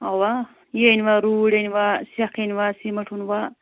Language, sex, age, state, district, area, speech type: Kashmiri, female, 30-45, Jammu and Kashmir, Anantnag, rural, conversation